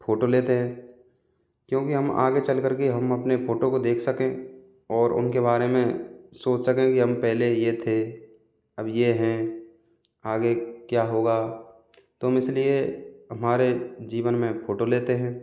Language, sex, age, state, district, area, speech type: Hindi, male, 45-60, Rajasthan, Jaipur, urban, spontaneous